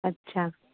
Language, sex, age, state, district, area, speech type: Marathi, female, 30-45, Maharashtra, Palghar, urban, conversation